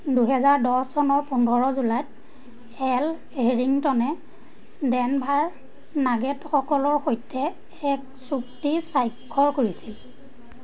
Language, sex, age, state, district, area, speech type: Assamese, female, 30-45, Assam, Majuli, urban, read